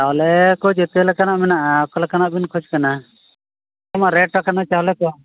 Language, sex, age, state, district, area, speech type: Santali, male, 45-60, Odisha, Mayurbhanj, rural, conversation